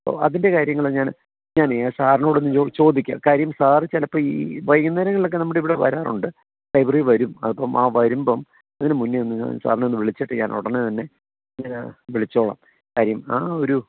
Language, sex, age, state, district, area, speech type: Malayalam, male, 45-60, Kerala, Kottayam, urban, conversation